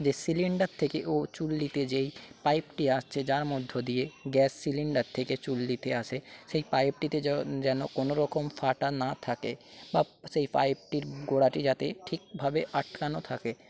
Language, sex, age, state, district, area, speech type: Bengali, male, 45-60, West Bengal, Paschim Medinipur, rural, spontaneous